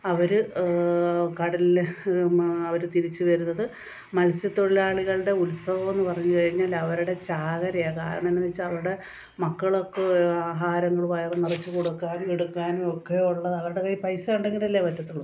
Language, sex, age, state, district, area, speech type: Malayalam, female, 45-60, Kerala, Kottayam, rural, spontaneous